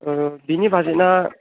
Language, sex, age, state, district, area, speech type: Bodo, male, 18-30, Assam, Chirang, urban, conversation